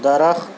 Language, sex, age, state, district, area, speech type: Urdu, male, 30-45, Telangana, Hyderabad, urban, read